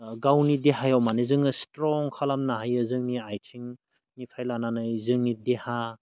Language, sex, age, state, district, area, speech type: Bodo, male, 30-45, Assam, Baksa, rural, spontaneous